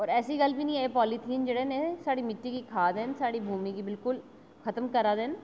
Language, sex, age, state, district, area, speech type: Dogri, female, 30-45, Jammu and Kashmir, Jammu, urban, spontaneous